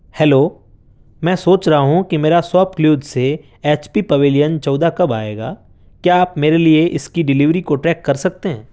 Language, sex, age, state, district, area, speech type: Urdu, male, 18-30, Delhi, North East Delhi, urban, read